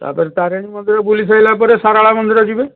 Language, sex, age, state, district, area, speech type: Odia, male, 60+, Odisha, Cuttack, urban, conversation